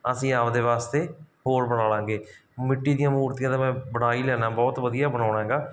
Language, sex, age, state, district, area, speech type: Punjabi, male, 45-60, Punjab, Barnala, rural, spontaneous